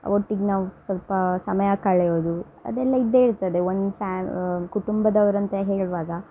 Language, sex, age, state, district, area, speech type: Kannada, female, 30-45, Karnataka, Udupi, rural, spontaneous